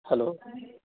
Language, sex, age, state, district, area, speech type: Sanskrit, male, 18-30, Karnataka, Dakshina Kannada, rural, conversation